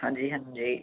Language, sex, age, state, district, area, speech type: Dogri, male, 18-30, Jammu and Kashmir, Udhampur, rural, conversation